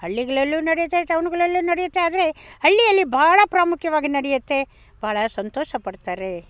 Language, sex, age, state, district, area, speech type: Kannada, female, 60+, Karnataka, Bangalore Rural, rural, spontaneous